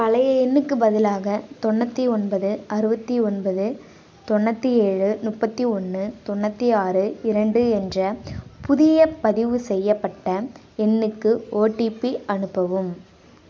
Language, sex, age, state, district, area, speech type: Tamil, female, 18-30, Tamil Nadu, Kallakurichi, urban, read